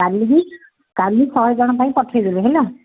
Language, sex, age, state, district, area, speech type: Odia, female, 60+, Odisha, Gajapati, rural, conversation